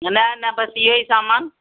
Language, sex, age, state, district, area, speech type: Sindhi, female, 45-60, Maharashtra, Thane, urban, conversation